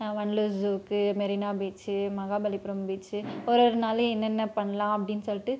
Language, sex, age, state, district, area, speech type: Tamil, female, 18-30, Tamil Nadu, Krishnagiri, rural, spontaneous